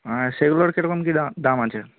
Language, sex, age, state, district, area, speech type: Bengali, male, 18-30, West Bengal, North 24 Parganas, rural, conversation